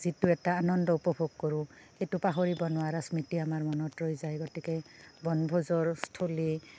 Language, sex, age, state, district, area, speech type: Assamese, female, 45-60, Assam, Barpeta, rural, spontaneous